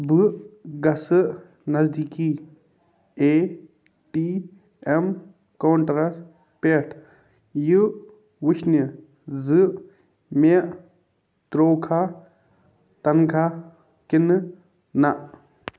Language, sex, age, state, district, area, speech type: Kashmiri, male, 45-60, Jammu and Kashmir, Budgam, urban, read